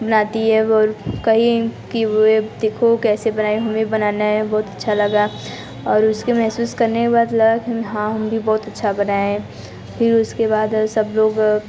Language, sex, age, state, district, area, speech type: Hindi, female, 30-45, Uttar Pradesh, Mirzapur, rural, spontaneous